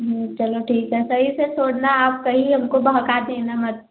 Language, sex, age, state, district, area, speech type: Hindi, female, 18-30, Uttar Pradesh, Prayagraj, rural, conversation